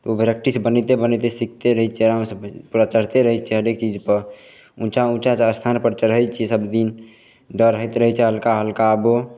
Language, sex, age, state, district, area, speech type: Maithili, male, 18-30, Bihar, Madhepura, rural, spontaneous